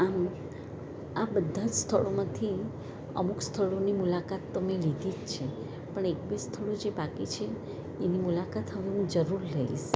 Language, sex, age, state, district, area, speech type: Gujarati, female, 60+, Gujarat, Valsad, rural, spontaneous